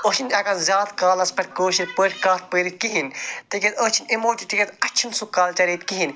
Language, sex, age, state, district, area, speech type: Kashmiri, male, 45-60, Jammu and Kashmir, Ganderbal, urban, spontaneous